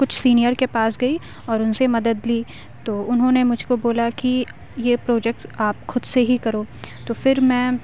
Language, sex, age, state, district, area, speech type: Urdu, female, 18-30, Uttar Pradesh, Aligarh, urban, spontaneous